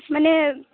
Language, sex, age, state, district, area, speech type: Assamese, female, 18-30, Assam, Kamrup Metropolitan, rural, conversation